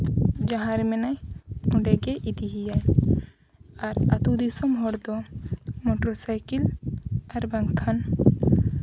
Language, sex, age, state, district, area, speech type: Santali, female, 18-30, Jharkhand, Seraikela Kharsawan, rural, spontaneous